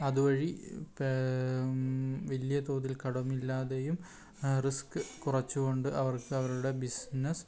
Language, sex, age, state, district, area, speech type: Malayalam, male, 18-30, Kerala, Wayanad, rural, spontaneous